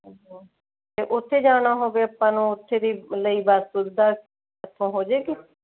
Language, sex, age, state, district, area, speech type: Punjabi, female, 45-60, Punjab, Mohali, urban, conversation